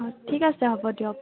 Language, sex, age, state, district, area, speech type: Assamese, female, 18-30, Assam, Sivasagar, rural, conversation